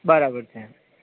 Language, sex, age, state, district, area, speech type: Gujarati, male, 30-45, Gujarat, Ahmedabad, urban, conversation